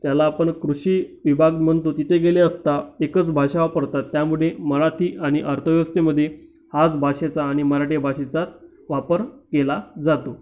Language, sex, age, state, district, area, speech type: Marathi, male, 30-45, Maharashtra, Amravati, rural, spontaneous